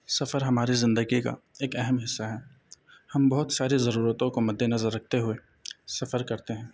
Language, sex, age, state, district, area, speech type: Urdu, male, 30-45, Delhi, North East Delhi, urban, spontaneous